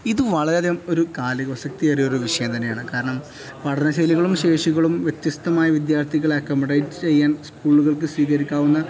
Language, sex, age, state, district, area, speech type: Malayalam, male, 18-30, Kerala, Kozhikode, rural, spontaneous